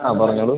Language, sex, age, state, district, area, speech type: Malayalam, male, 18-30, Kerala, Idukki, rural, conversation